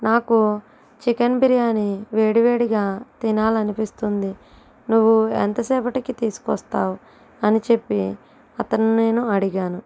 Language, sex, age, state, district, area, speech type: Telugu, female, 18-30, Andhra Pradesh, East Godavari, rural, spontaneous